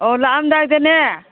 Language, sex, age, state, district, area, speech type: Manipuri, female, 60+, Manipur, Imphal East, rural, conversation